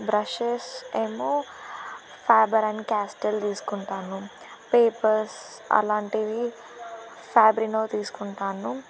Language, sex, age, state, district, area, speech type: Telugu, female, 18-30, Telangana, Ranga Reddy, urban, spontaneous